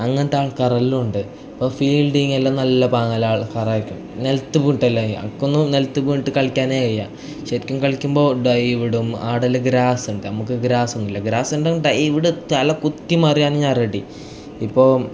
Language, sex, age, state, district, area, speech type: Malayalam, male, 18-30, Kerala, Kasaragod, urban, spontaneous